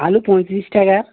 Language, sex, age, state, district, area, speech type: Bengali, male, 60+, West Bengal, North 24 Parganas, urban, conversation